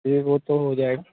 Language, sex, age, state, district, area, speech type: Hindi, male, 18-30, Rajasthan, Bharatpur, urban, conversation